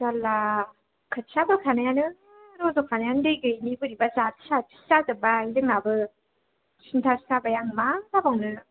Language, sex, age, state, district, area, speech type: Bodo, female, 18-30, Assam, Kokrajhar, urban, conversation